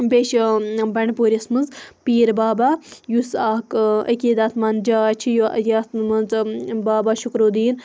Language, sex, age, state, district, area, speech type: Kashmiri, female, 18-30, Jammu and Kashmir, Bandipora, rural, spontaneous